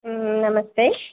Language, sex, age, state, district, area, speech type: Telugu, female, 30-45, Telangana, Jangaon, rural, conversation